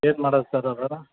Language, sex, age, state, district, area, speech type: Kannada, male, 60+, Karnataka, Chamarajanagar, rural, conversation